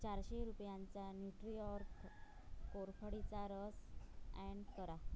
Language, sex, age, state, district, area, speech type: Marathi, female, 30-45, Maharashtra, Nagpur, rural, read